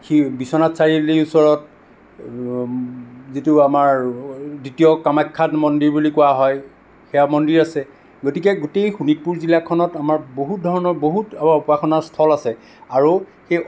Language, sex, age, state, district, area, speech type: Assamese, male, 60+, Assam, Sonitpur, urban, spontaneous